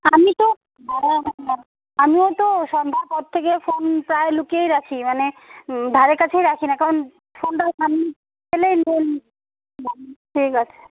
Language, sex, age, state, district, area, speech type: Bengali, female, 18-30, West Bengal, Alipurduar, rural, conversation